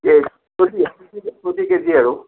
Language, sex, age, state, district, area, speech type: Assamese, male, 60+, Assam, Darrang, rural, conversation